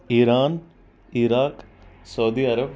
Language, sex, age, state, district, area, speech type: Kashmiri, male, 18-30, Jammu and Kashmir, Budgam, urban, spontaneous